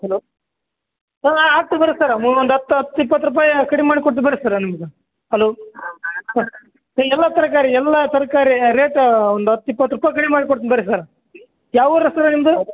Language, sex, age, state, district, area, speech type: Kannada, male, 18-30, Karnataka, Bellary, urban, conversation